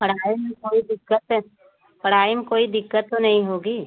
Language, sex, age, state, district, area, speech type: Hindi, female, 60+, Uttar Pradesh, Bhadohi, rural, conversation